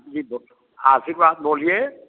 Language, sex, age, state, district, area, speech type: Hindi, male, 60+, Bihar, Vaishali, rural, conversation